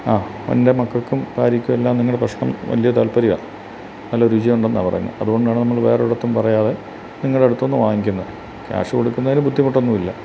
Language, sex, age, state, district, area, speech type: Malayalam, male, 45-60, Kerala, Kottayam, rural, spontaneous